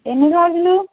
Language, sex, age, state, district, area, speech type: Telugu, female, 60+, Andhra Pradesh, N T Rama Rao, urban, conversation